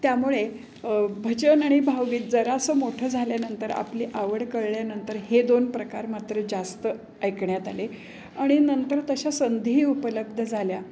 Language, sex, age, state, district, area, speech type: Marathi, female, 60+, Maharashtra, Pune, urban, spontaneous